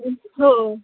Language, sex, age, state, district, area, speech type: Marathi, female, 18-30, Maharashtra, Ahmednagar, rural, conversation